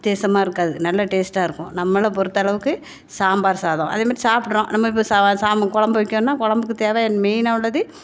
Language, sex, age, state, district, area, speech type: Tamil, female, 45-60, Tamil Nadu, Thoothukudi, urban, spontaneous